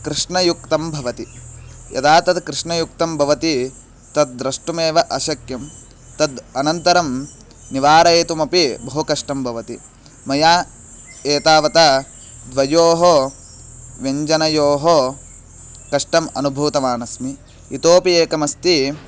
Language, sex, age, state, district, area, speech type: Sanskrit, male, 18-30, Karnataka, Bagalkot, rural, spontaneous